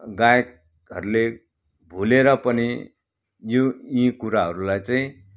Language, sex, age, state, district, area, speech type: Nepali, male, 60+, West Bengal, Kalimpong, rural, spontaneous